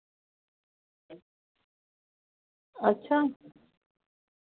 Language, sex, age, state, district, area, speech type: Dogri, female, 30-45, Jammu and Kashmir, Samba, urban, conversation